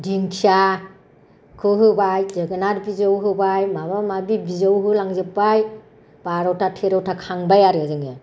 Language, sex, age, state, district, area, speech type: Bodo, female, 60+, Assam, Kokrajhar, rural, spontaneous